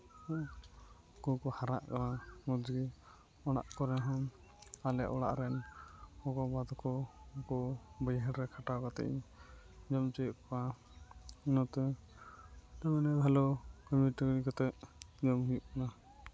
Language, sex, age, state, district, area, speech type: Santali, male, 18-30, West Bengal, Uttar Dinajpur, rural, spontaneous